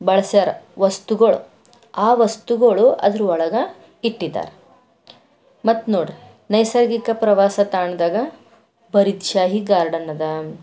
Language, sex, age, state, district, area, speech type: Kannada, female, 45-60, Karnataka, Bidar, urban, spontaneous